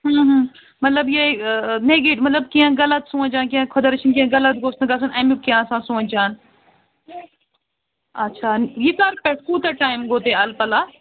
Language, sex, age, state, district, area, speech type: Kashmiri, female, 30-45, Jammu and Kashmir, Srinagar, urban, conversation